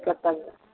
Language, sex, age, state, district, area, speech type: Hindi, female, 30-45, Bihar, Begusarai, rural, conversation